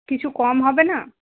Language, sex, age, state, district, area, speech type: Bengali, female, 30-45, West Bengal, Paschim Bardhaman, urban, conversation